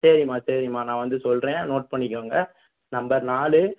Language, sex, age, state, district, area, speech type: Tamil, male, 18-30, Tamil Nadu, Pudukkottai, rural, conversation